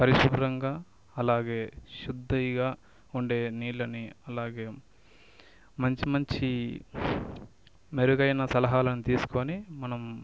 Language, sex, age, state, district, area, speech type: Telugu, male, 18-30, Telangana, Ranga Reddy, urban, spontaneous